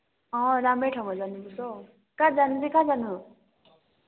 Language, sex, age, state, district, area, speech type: Nepali, female, 18-30, West Bengal, Kalimpong, rural, conversation